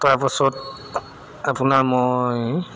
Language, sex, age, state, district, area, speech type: Assamese, male, 30-45, Assam, Sivasagar, urban, spontaneous